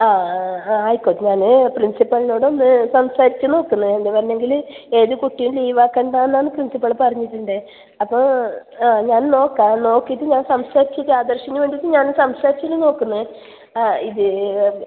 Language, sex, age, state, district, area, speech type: Malayalam, female, 45-60, Kerala, Kasaragod, urban, conversation